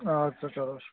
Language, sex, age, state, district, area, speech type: Kashmiri, male, 18-30, Jammu and Kashmir, Shopian, rural, conversation